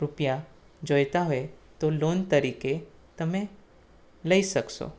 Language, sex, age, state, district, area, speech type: Gujarati, male, 18-30, Gujarat, Anand, rural, spontaneous